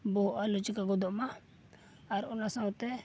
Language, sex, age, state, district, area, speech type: Santali, male, 18-30, Jharkhand, Seraikela Kharsawan, rural, spontaneous